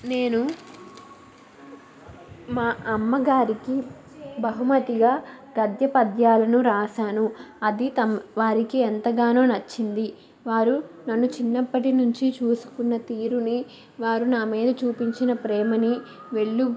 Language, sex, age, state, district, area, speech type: Telugu, female, 18-30, Andhra Pradesh, Krishna, urban, spontaneous